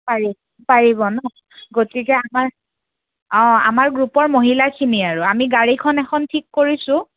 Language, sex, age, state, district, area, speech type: Assamese, female, 30-45, Assam, Kamrup Metropolitan, urban, conversation